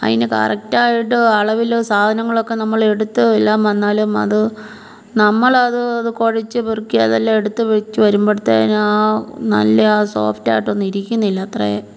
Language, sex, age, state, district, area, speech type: Malayalam, female, 45-60, Kerala, Kottayam, rural, spontaneous